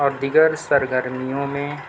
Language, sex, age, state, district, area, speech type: Urdu, male, 60+, Uttar Pradesh, Mau, urban, spontaneous